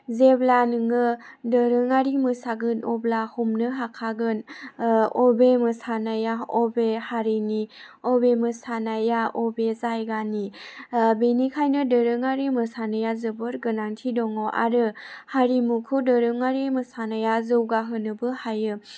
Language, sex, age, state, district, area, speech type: Bodo, female, 18-30, Assam, Chirang, rural, spontaneous